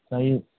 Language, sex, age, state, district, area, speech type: Hindi, male, 45-60, Rajasthan, Karauli, rural, conversation